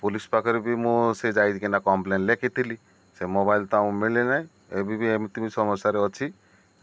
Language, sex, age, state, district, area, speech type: Odia, male, 60+, Odisha, Malkangiri, urban, spontaneous